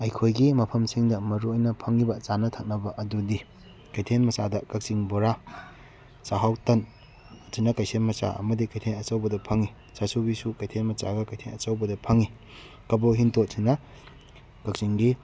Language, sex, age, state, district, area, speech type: Manipuri, male, 30-45, Manipur, Kakching, rural, spontaneous